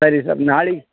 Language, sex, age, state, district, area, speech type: Kannada, male, 60+, Karnataka, Bidar, urban, conversation